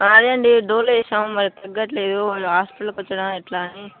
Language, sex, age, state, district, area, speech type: Telugu, male, 18-30, Telangana, Nalgonda, rural, conversation